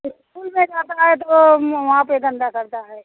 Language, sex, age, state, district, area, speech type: Hindi, female, 30-45, Uttar Pradesh, Bhadohi, rural, conversation